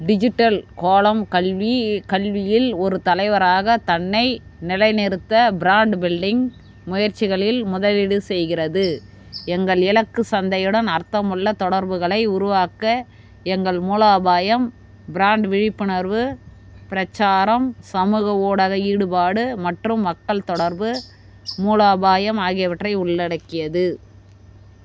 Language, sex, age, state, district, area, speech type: Tamil, female, 30-45, Tamil Nadu, Vellore, urban, read